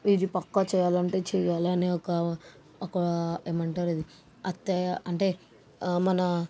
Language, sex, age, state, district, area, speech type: Telugu, female, 18-30, Telangana, Medchal, urban, spontaneous